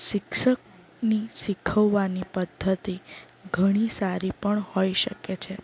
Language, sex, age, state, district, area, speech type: Gujarati, female, 30-45, Gujarat, Valsad, urban, spontaneous